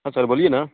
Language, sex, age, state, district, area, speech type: Hindi, male, 18-30, Bihar, Samastipur, rural, conversation